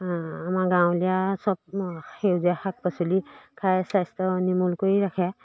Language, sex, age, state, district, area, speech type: Assamese, female, 45-60, Assam, Majuli, urban, spontaneous